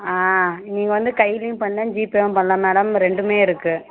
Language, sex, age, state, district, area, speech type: Tamil, female, 18-30, Tamil Nadu, Kallakurichi, rural, conversation